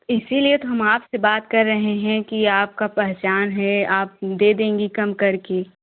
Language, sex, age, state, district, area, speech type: Hindi, female, 18-30, Uttar Pradesh, Jaunpur, urban, conversation